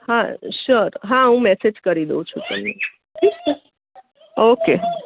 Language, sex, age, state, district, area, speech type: Gujarati, female, 30-45, Gujarat, Ahmedabad, urban, conversation